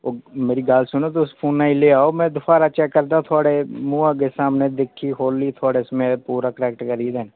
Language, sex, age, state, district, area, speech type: Dogri, male, 18-30, Jammu and Kashmir, Udhampur, rural, conversation